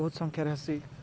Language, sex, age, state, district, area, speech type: Odia, male, 45-60, Odisha, Balangir, urban, spontaneous